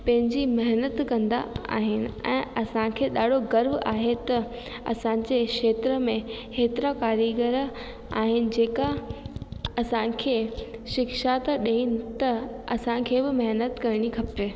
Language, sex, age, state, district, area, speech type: Sindhi, female, 18-30, Rajasthan, Ajmer, urban, spontaneous